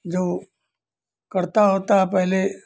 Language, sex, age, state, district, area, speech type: Hindi, male, 60+, Uttar Pradesh, Azamgarh, urban, spontaneous